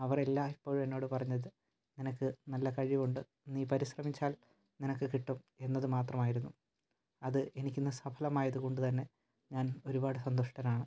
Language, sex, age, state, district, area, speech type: Malayalam, male, 18-30, Kerala, Kottayam, rural, spontaneous